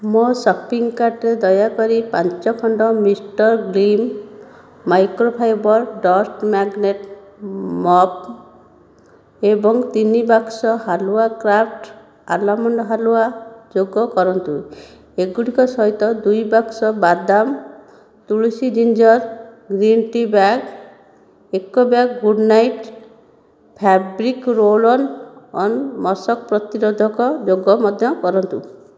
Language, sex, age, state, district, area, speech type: Odia, female, 30-45, Odisha, Khordha, rural, read